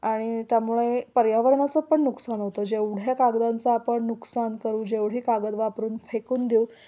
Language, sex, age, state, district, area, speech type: Marathi, female, 45-60, Maharashtra, Kolhapur, urban, spontaneous